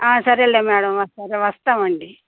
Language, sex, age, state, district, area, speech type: Telugu, female, 45-60, Andhra Pradesh, Bapatla, urban, conversation